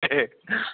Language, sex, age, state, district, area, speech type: Bodo, male, 45-60, Assam, Kokrajhar, rural, conversation